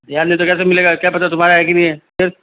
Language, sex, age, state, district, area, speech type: Hindi, male, 30-45, Rajasthan, Jodhpur, urban, conversation